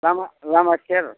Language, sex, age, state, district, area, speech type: Bodo, male, 60+, Assam, Udalguri, rural, conversation